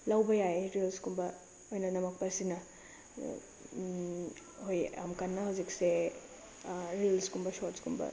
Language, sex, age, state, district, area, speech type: Manipuri, female, 18-30, Manipur, Bishnupur, rural, spontaneous